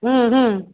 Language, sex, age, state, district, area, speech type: Bengali, female, 45-60, West Bengal, Paschim Bardhaman, urban, conversation